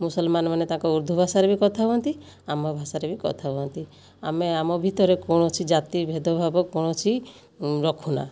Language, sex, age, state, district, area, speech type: Odia, female, 60+, Odisha, Kandhamal, rural, spontaneous